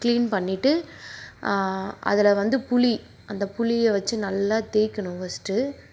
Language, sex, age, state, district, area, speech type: Tamil, female, 30-45, Tamil Nadu, Nagapattinam, rural, spontaneous